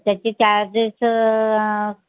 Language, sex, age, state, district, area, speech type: Marathi, female, 45-60, Maharashtra, Nagpur, urban, conversation